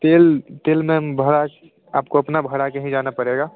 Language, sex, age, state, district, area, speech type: Hindi, male, 18-30, Bihar, Samastipur, rural, conversation